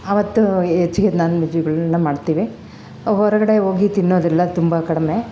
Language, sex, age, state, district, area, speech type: Kannada, female, 45-60, Karnataka, Bangalore Rural, rural, spontaneous